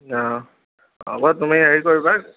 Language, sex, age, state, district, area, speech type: Assamese, male, 18-30, Assam, Lakhimpur, rural, conversation